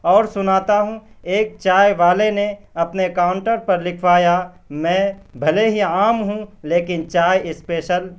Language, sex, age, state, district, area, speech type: Urdu, male, 18-30, Bihar, Purnia, rural, spontaneous